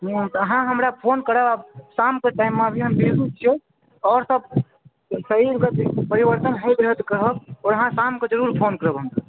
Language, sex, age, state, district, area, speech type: Maithili, male, 18-30, Bihar, Supaul, rural, conversation